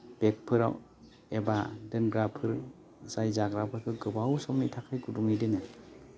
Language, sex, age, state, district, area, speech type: Bodo, male, 30-45, Assam, Baksa, rural, spontaneous